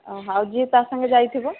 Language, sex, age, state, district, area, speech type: Odia, female, 18-30, Odisha, Sambalpur, rural, conversation